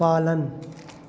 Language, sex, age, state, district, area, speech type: Hindi, male, 18-30, Madhya Pradesh, Hoshangabad, urban, read